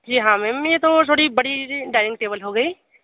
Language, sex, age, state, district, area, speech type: Hindi, female, 30-45, Uttar Pradesh, Sonbhadra, rural, conversation